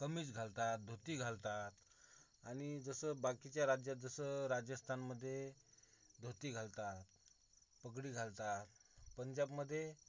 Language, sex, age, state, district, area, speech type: Marathi, male, 30-45, Maharashtra, Akola, urban, spontaneous